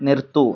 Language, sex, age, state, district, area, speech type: Malayalam, male, 18-30, Kerala, Kannur, rural, read